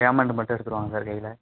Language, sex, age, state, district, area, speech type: Tamil, male, 18-30, Tamil Nadu, Tiruvarur, rural, conversation